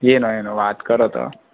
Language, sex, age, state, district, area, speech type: Gujarati, male, 30-45, Gujarat, Surat, urban, conversation